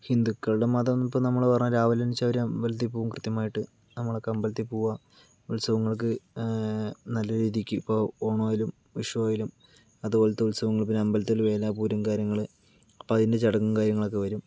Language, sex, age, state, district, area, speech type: Malayalam, male, 18-30, Kerala, Palakkad, rural, spontaneous